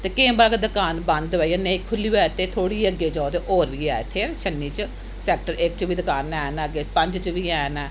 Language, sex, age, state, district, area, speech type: Dogri, female, 30-45, Jammu and Kashmir, Jammu, urban, spontaneous